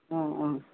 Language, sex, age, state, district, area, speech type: Assamese, female, 60+, Assam, Golaghat, urban, conversation